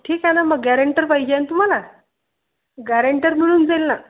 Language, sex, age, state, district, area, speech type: Marathi, female, 30-45, Maharashtra, Akola, urban, conversation